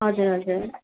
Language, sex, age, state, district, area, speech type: Nepali, female, 18-30, West Bengal, Darjeeling, rural, conversation